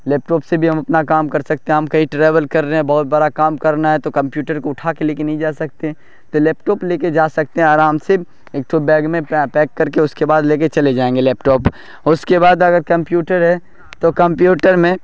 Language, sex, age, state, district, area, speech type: Urdu, male, 18-30, Bihar, Darbhanga, rural, spontaneous